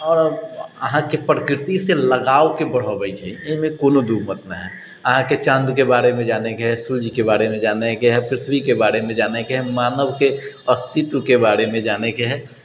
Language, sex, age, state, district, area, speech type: Maithili, male, 30-45, Bihar, Sitamarhi, urban, spontaneous